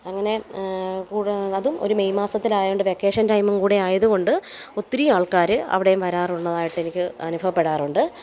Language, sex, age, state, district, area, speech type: Malayalam, female, 30-45, Kerala, Alappuzha, rural, spontaneous